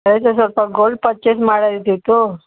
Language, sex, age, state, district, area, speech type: Kannada, female, 30-45, Karnataka, Bidar, urban, conversation